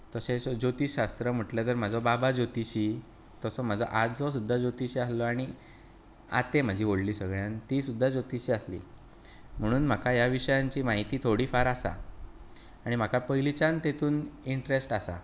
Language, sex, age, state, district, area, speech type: Goan Konkani, male, 30-45, Goa, Bardez, rural, spontaneous